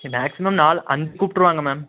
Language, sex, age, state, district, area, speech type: Tamil, male, 18-30, Tamil Nadu, Nilgiris, urban, conversation